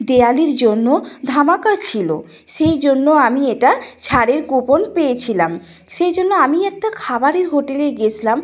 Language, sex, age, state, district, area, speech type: Bengali, female, 45-60, West Bengal, Nadia, rural, spontaneous